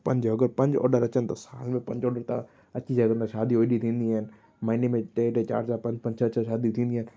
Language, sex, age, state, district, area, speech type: Sindhi, male, 18-30, Gujarat, Kutch, urban, spontaneous